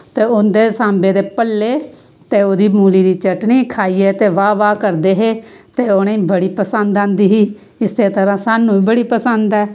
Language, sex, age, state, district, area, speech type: Dogri, female, 45-60, Jammu and Kashmir, Samba, rural, spontaneous